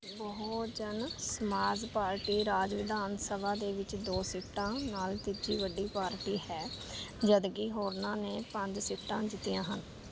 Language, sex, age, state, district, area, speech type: Punjabi, female, 30-45, Punjab, Rupnagar, rural, read